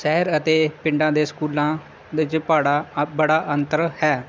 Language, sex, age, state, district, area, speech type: Punjabi, male, 30-45, Punjab, Pathankot, rural, spontaneous